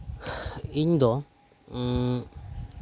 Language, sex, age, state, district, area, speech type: Santali, male, 30-45, West Bengal, Birbhum, rural, spontaneous